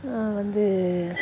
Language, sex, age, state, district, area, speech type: Tamil, female, 45-60, Tamil Nadu, Nagapattinam, rural, spontaneous